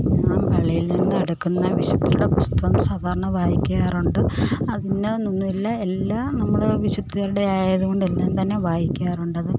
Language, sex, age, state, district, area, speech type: Malayalam, female, 30-45, Kerala, Pathanamthitta, rural, spontaneous